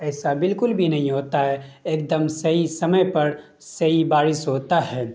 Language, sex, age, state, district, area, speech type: Urdu, male, 18-30, Bihar, Darbhanga, rural, spontaneous